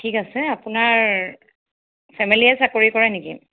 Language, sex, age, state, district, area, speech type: Assamese, female, 30-45, Assam, Sonitpur, urban, conversation